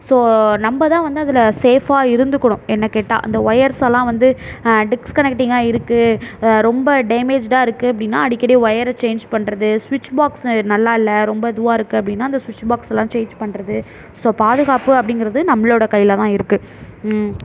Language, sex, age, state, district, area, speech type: Tamil, female, 18-30, Tamil Nadu, Mayiladuthurai, urban, spontaneous